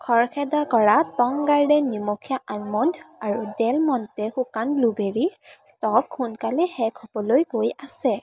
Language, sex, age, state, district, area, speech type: Assamese, female, 18-30, Assam, Kamrup Metropolitan, urban, read